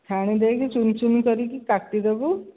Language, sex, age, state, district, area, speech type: Odia, female, 60+, Odisha, Dhenkanal, rural, conversation